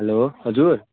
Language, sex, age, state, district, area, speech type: Nepali, male, 45-60, West Bengal, Darjeeling, rural, conversation